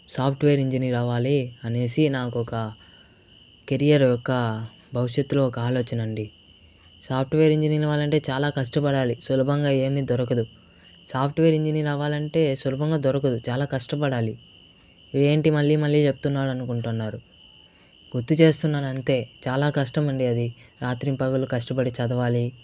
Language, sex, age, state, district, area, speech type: Telugu, male, 45-60, Andhra Pradesh, Chittoor, urban, spontaneous